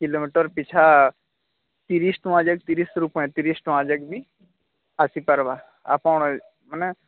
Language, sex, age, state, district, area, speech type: Odia, male, 45-60, Odisha, Nuapada, urban, conversation